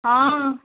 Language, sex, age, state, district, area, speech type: Odia, female, 45-60, Odisha, Angul, rural, conversation